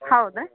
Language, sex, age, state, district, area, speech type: Kannada, female, 30-45, Karnataka, Koppal, rural, conversation